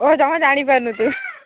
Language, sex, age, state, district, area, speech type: Odia, female, 60+, Odisha, Jharsuguda, rural, conversation